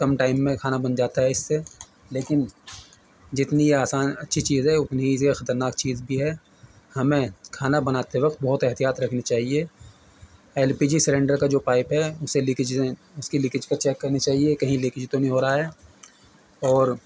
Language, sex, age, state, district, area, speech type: Urdu, male, 45-60, Uttar Pradesh, Muzaffarnagar, urban, spontaneous